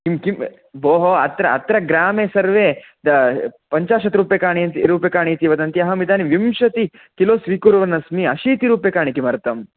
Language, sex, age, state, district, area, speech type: Sanskrit, male, 18-30, Karnataka, Chikkamagaluru, rural, conversation